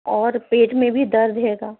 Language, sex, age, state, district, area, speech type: Urdu, female, 45-60, Uttar Pradesh, Rampur, urban, conversation